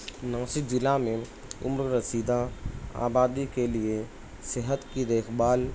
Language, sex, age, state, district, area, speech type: Urdu, male, 18-30, Maharashtra, Nashik, urban, spontaneous